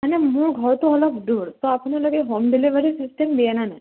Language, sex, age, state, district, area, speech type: Assamese, female, 18-30, Assam, Kamrup Metropolitan, urban, conversation